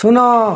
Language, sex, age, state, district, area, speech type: Odia, male, 60+, Odisha, Bargarh, urban, read